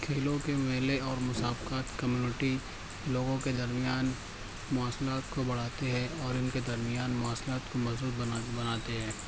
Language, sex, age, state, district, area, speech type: Urdu, male, 60+, Maharashtra, Nashik, rural, spontaneous